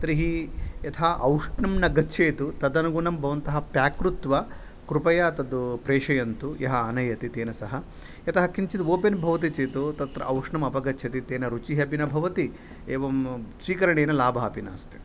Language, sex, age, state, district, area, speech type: Sanskrit, male, 30-45, Telangana, Nizamabad, urban, spontaneous